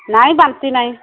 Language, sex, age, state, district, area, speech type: Odia, female, 45-60, Odisha, Angul, rural, conversation